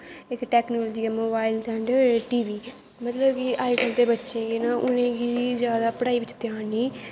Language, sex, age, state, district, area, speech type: Dogri, female, 18-30, Jammu and Kashmir, Kathua, rural, spontaneous